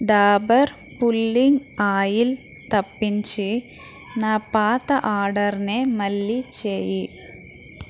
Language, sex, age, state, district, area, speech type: Telugu, female, 45-60, Andhra Pradesh, East Godavari, rural, read